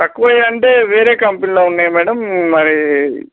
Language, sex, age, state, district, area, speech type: Telugu, male, 30-45, Telangana, Nagarkurnool, urban, conversation